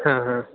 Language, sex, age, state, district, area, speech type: Marathi, male, 18-30, Maharashtra, Ahmednagar, urban, conversation